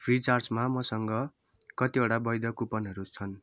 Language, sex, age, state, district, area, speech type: Nepali, male, 18-30, West Bengal, Darjeeling, rural, read